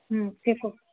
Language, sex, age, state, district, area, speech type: Bengali, female, 60+, West Bengal, Jhargram, rural, conversation